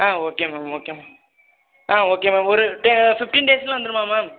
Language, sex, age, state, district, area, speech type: Tamil, male, 18-30, Tamil Nadu, Tiruvallur, rural, conversation